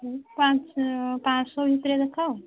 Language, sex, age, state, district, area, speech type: Odia, female, 45-60, Odisha, Mayurbhanj, rural, conversation